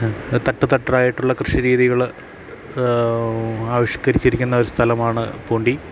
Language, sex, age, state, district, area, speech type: Malayalam, male, 30-45, Kerala, Idukki, rural, spontaneous